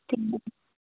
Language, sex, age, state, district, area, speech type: Punjabi, female, 18-30, Punjab, Patiala, urban, conversation